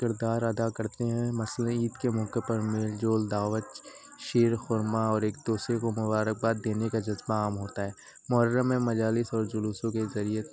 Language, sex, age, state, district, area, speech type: Urdu, male, 18-30, Uttar Pradesh, Azamgarh, rural, spontaneous